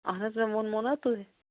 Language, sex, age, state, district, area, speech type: Kashmiri, female, 60+, Jammu and Kashmir, Ganderbal, rural, conversation